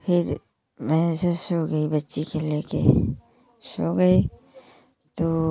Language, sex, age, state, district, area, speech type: Hindi, female, 30-45, Uttar Pradesh, Jaunpur, rural, spontaneous